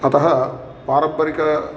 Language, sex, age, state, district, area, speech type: Sanskrit, male, 30-45, Telangana, Karimnagar, rural, spontaneous